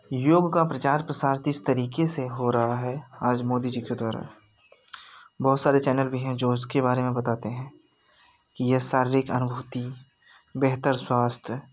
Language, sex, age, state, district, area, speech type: Hindi, male, 30-45, Uttar Pradesh, Jaunpur, rural, spontaneous